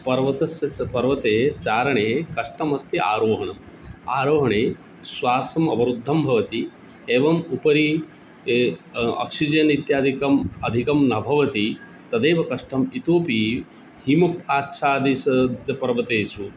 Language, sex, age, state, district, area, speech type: Sanskrit, male, 45-60, Odisha, Cuttack, rural, spontaneous